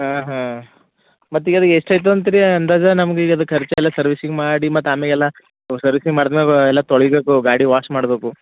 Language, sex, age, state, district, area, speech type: Kannada, male, 18-30, Karnataka, Bidar, urban, conversation